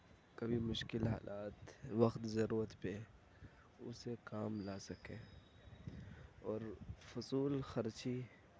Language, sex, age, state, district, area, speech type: Urdu, male, 18-30, Uttar Pradesh, Gautam Buddha Nagar, rural, spontaneous